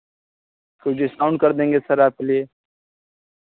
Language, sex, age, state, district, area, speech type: Hindi, male, 45-60, Uttar Pradesh, Pratapgarh, rural, conversation